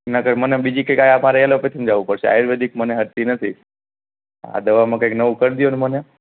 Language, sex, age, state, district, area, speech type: Gujarati, male, 18-30, Gujarat, Morbi, urban, conversation